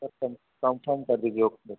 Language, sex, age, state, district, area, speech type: Hindi, male, 18-30, Uttar Pradesh, Bhadohi, urban, conversation